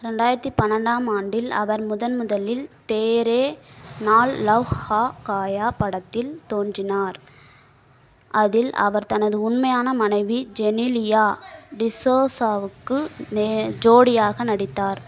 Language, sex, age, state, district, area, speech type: Tamil, female, 18-30, Tamil Nadu, Kallakurichi, rural, read